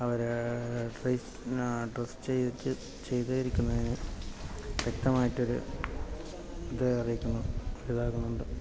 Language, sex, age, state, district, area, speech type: Malayalam, male, 45-60, Kerala, Kasaragod, rural, spontaneous